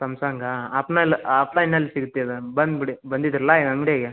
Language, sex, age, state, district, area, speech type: Kannada, male, 30-45, Karnataka, Gadag, rural, conversation